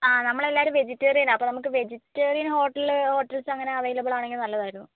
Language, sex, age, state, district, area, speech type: Malayalam, female, 45-60, Kerala, Wayanad, rural, conversation